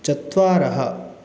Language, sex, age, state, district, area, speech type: Sanskrit, male, 18-30, Karnataka, Uttara Kannada, rural, read